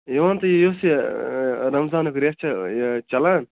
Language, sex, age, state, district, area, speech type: Kashmiri, male, 45-60, Jammu and Kashmir, Budgam, rural, conversation